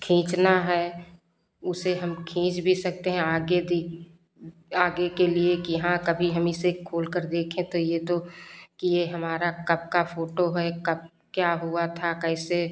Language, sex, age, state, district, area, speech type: Hindi, female, 45-60, Uttar Pradesh, Lucknow, rural, spontaneous